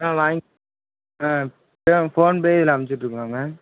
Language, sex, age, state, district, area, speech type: Tamil, male, 18-30, Tamil Nadu, Tiruvarur, urban, conversation